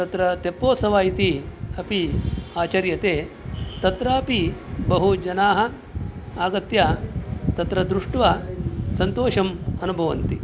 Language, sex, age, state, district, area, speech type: Sanskrit, male, 60+, Karnataka, Udupi, rural, spontaneous